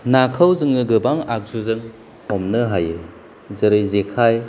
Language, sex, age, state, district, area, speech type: Bodo, male, 30-45, Assam, Kokrajhar, rural, spontaneous